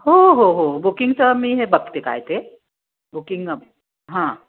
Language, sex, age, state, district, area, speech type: Marathi, female, 45-60, Maharashtra, Nashik, urban, conversation